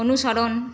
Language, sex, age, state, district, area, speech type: Bengali, female, 30-45, West Bengal, Paschim Bardhaman, urban, read